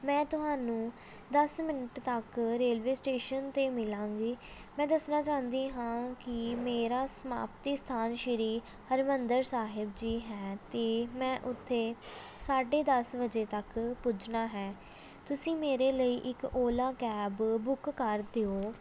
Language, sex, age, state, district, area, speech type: Punjabi, female, 18-30, Punjab, Pathankot, urban, spontaneous